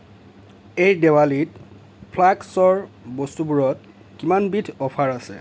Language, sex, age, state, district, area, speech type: Assamese, male, 30-45, Assam, Lakhimpur, rural, read